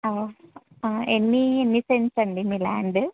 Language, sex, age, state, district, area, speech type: Telugu, female, 30-45, Andhra Pradesh, Guntur, urban, conversation